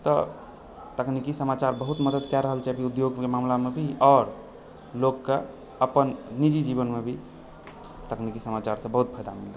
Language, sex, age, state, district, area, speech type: Maithili, male, 18-30, Bihar, Supaul, urban, spontaneous